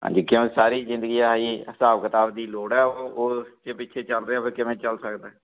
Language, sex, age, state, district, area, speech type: Punjabi, male, 45-60, Punjab, Fatehgarh Sahib, urban, conversation